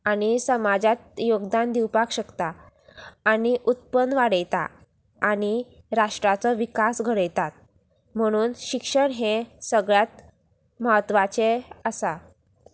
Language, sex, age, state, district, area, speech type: Goan Konkani, female, 18-30, Goa, Sanguem, rural, spontaneous